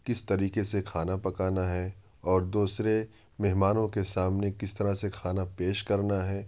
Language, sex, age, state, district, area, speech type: Urdu, male, 18-30, Uttar Pradesh, Ghaziabad, urban, spontaneous